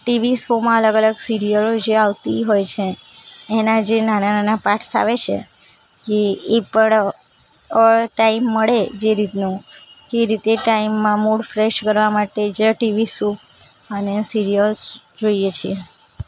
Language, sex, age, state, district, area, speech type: Gujarati, female, 18-30, Gujarat, Ahmedabad, urban, spontaneous